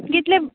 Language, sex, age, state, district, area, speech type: Goan Konkani, female, 18-30, Goa, Tiswadi, rural, conversation